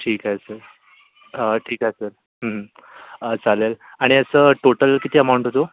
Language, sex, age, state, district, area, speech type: Marathi, male, 18-30, Maharashtra, Yavatmal, urban, conversation